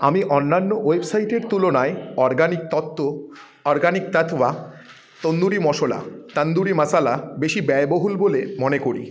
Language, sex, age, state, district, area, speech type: Bengali, male, 30-45, West Bengal, Jalpaiguri, rural, read